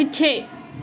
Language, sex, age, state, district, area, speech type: Punjabi, female, 18-30, Punjab, Amritsar, urban, read